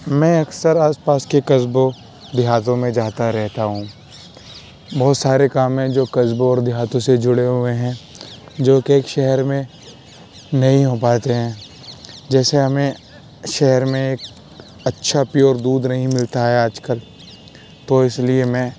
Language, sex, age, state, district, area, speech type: Urdu, male, 18-30, Uttar Pradesh, Aligarh, urban, spontaneous